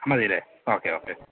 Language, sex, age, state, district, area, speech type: Malayalam, male, 30-45, Kerala, Idukki, rural, conversation